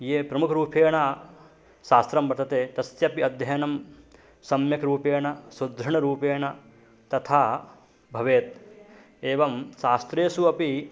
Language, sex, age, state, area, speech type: Sanskrit, male, 18-30, Madhya Pradesh, rural, spontaneous